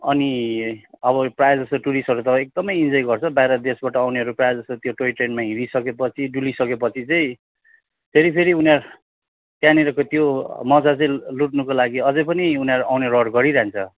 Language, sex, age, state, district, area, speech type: Nepali, male, 30-45, West Bengal, Kalimpong, rural, conversation